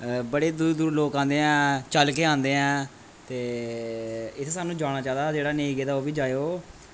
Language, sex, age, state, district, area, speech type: Dogri, male, 18-30, Jammu and Kashmir, Kathua, rural, spontaneous